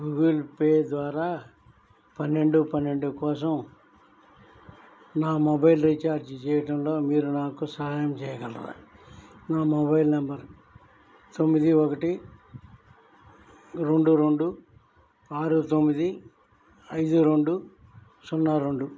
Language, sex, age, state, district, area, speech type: Telugu, male, 60+, Andhra Pradesh, N T Rama Rao, urban, read